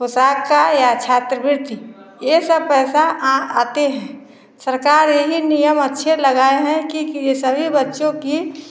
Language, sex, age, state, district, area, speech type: Hindi, female, 60+, Bihar, Samastipur, urban, spontaneous